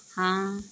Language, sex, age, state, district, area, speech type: Hindi, female, 45-60, Uttar Pradesh, Mau, rural, read